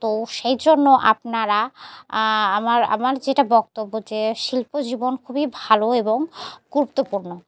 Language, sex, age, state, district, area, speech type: Bengali, female, 30-45, West Bengal, Murshidabad, urban, spontaneous